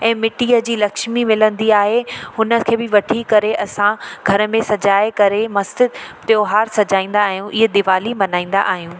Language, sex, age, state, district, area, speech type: Sindhi, female, 30-45, Madhya Pradesh, Katni, urban, spontaneous